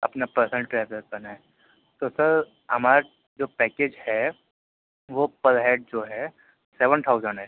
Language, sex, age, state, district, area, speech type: Urdu, male, 30-45, Delhi, Central Delhi, urban, conversation